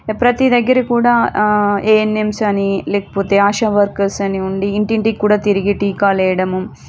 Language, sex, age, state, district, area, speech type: Telugu, female, 30-45, Telangana, Warangal, urban, spontaneous